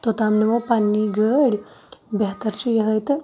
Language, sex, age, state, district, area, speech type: Kashmiri, female, 30-45, Jammu and Kashmir, Shopian, rural, spontaneous